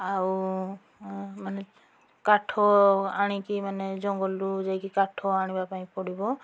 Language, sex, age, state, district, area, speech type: Odia, female, 45-60, Odisha, Mayurbhanj, rural, spontaneous